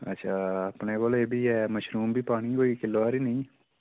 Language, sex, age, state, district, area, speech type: Dogri, male, 30-45, Jammu and Kashmir, Udhampur, rural, conversation